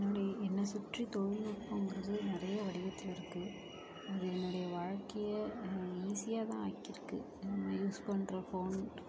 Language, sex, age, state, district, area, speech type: Tamil, female, 30-45, Tamil Nadu, Ariyalur, rural, spontaneous